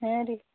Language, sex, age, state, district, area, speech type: Kannada, female, 18-30, Karnataka, Gulbarga, urban, conversation